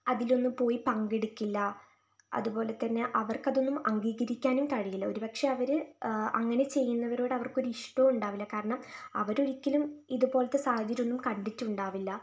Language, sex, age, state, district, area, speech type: Malayalam, female, 18-30, Kerala, Wayanad, rural, spontaneous